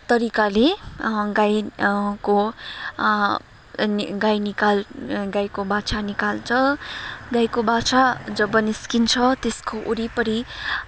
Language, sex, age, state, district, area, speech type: Nepali, female, 30-45, West Bengal, Kalimpong, rural, spontaneous